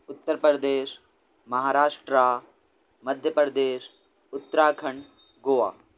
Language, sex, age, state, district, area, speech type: Urdu, male, 18-30, Delhi, North West Delhi, urban, spontaneous